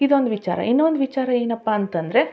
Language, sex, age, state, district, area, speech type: Kannada, female, 30-45, Karnataka, Koppal, rural, spontaneous